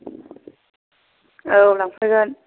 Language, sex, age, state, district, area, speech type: Bodo, female, 18-30, Assam, Kokrajhar, rural, conversation